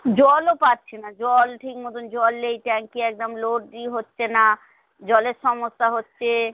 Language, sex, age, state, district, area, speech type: Bengali, female, 30-45, West Bengal, North 24 Parganas, urban, conversation